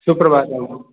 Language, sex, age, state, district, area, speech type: Sanskrit, male, 45-60, Uttar Pradesh, Prayagraj, urban, conversation